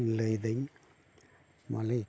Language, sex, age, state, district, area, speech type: Santali, male, 45-60, West Bengal, Bankura, rural, spontaneous